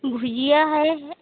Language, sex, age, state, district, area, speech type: Hindi, female, 45-60, Uttar Pradesh, Lucknow, rural, conversation